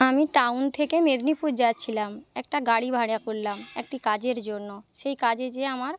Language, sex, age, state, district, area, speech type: Bengali, female, 30-45, West Bengal, Paschim Medinipur, rural, spontaneous